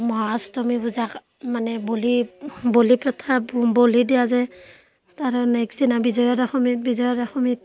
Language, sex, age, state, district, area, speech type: Assamese, female, 30-45, Assam, Barpeta, rural, spontaneous